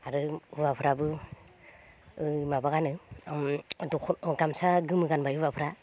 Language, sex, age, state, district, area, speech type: Bodo, female, 30-45, Assam, Baksa, rural, spontaneous